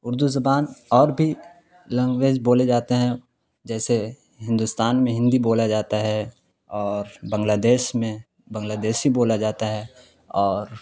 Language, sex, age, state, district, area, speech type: Urdu, male, 18-30, Bihar, Khagaria, rural, spontaneous